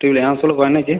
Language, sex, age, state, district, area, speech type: Tamil, male, 45-60, Tamil Nadu, Cuddalore, rural, conversation